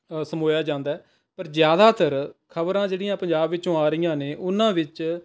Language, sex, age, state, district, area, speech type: Punjabi, male, 45-60, Punjab, Rupnagar, urban, spontaneous